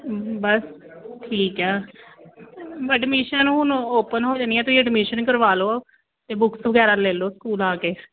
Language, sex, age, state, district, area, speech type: Punjabi, female, 30-45, Punjab, Pathankot, rural, conversation